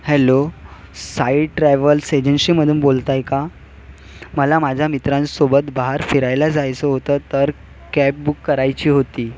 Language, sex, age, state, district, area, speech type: Marathi, male, 18-30, Maharashtra, Nagpur, urban, spontaneous